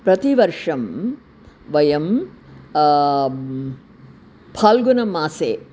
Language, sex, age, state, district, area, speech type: Sanskrit, female, 60+, Tamil Nadu, Chennai, urban, spontaneous